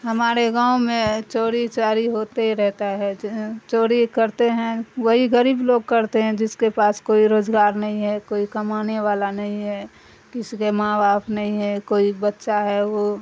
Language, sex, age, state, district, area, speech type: Urdu, female, 45-60, Bihar, Darbhanga, rural, spontaneous